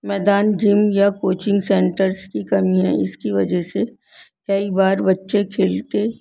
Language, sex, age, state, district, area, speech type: Urdu, female, 60+, Delhi, North East Delhi, urban, spontaneous